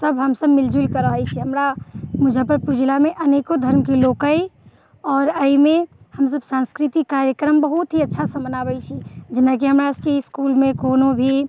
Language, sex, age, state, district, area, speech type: Maithili, female, 18-30, Bihar, Muzaffarpur, urban, spontaneous